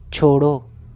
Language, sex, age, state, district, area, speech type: Dogri, male, 30-45, Jammu and Kashmir, Reasi, rural, read